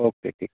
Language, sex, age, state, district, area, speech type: Urdu, male, 30-45, Uttar Pradesh, Balrampur, rural, conversation